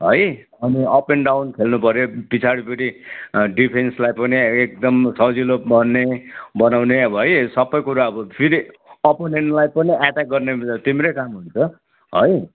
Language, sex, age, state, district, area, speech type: Nepali, male, 60+, West Bengal, Kalimpong, rural, conversation